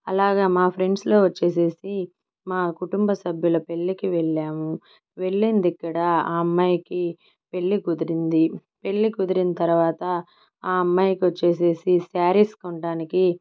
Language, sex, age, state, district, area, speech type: Telugu, female, 30-45, Andhra Pradesh, Nellore, urban, spontaneous